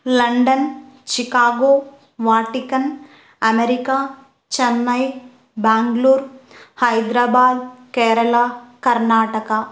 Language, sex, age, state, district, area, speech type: Telugu, female, 18-30, Andhra Pradesh, Kurnool, rural, spontaneous